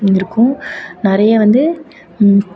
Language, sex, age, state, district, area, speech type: Tamil, female, 18-30, Tamil Nadu, Thanjavur, urban, spontaneous